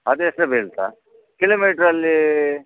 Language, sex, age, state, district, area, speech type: Kannada, male, 30-45, Karnataka, Udupi, rural, conversation